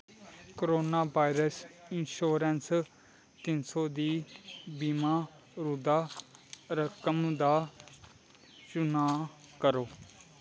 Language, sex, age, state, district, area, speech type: Dogri, male, 18-30, Jammu and Kashmir, Kathua, rural, read